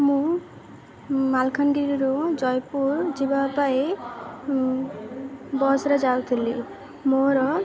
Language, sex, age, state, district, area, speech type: Odia, female, 18-30, Odisha, Malkangiri, urban, spontaneous